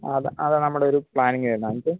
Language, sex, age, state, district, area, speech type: Malayalam, male, 18-30, Kerala, Pathanamthitta, rural, conversation